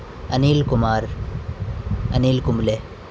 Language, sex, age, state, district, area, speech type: Urdu, male, 18-30, Delhi, North West Delhi, urban, spontaneous